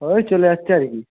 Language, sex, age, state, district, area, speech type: Bengali, male, 45-60, West Bengal, Jhargram, rural, conversation